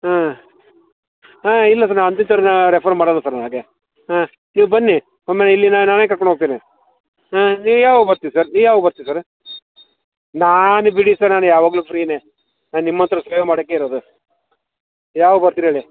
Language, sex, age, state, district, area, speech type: Kannada, male, 60+, Karnataka, Shimoga, rural, conversation